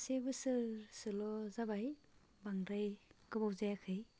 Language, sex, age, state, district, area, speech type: Bodo, female, 18-30, Assam, Baksa, rural, spontaneous